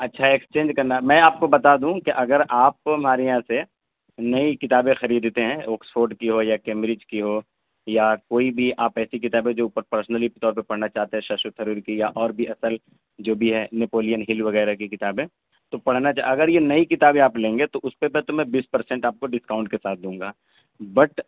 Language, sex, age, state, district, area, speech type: Urdu, male, 18-30, Uttar Pradesh, Saharanpur, urban, conversation